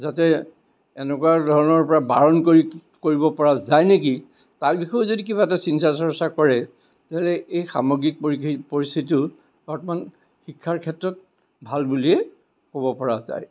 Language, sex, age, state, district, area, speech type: Assamese, male, 60+, Assam, Kamrup Metropolitan, urban, spontaneous